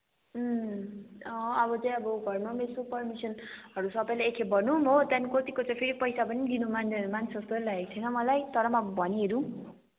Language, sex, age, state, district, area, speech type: Nepali, female, 18-30, West Bengal, Kalimpong, rural, conversation